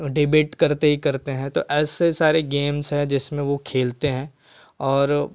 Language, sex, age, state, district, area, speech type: Hindi, male, 18-30, Uttar Pradesh, Jaunpur, rural, spontaneous